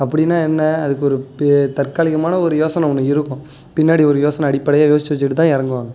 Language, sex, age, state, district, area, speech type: Tamil, male, 18-30, Tamil Nadu, Nagapattinam, rural, spontaneous